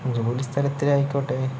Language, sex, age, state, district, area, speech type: Malayalam, male, 45-60, Kerala, Palakkad, urban, spontaneous